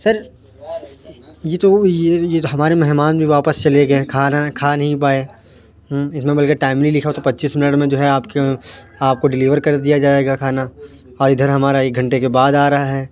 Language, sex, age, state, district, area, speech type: Urdu, male, 18-30, Uttar Pradesh, Lucknow, urban, spontaneous